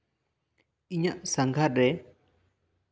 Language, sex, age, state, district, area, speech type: Santali, male, 18-30, West Bengal, Bankura, rural, spontaneous